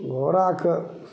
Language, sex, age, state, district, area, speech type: Maithili, male, 60+, Bihar, Begusarai, urban, spontaneous